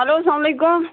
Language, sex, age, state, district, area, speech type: Kashmiri, female, 18-30, Jammu and Kashmir, Budgam, rural, conversation